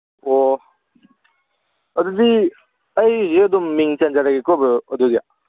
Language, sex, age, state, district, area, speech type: Manipuri, male, 18-30, Manipur, Kangpokpi, urban, conversation